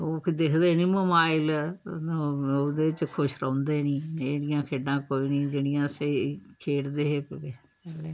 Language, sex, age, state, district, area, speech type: Dogri, female, 60+, Jammu and Kashmir, Samba, rural, spontaneous